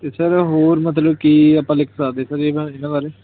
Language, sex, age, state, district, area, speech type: Punjabi, male, 18-30, Punjab, Hoshiarpur, rural, conversation